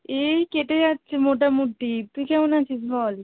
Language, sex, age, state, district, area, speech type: Bengali, female, 18-30, West Bengal, North 24 Parganas, urban, conversation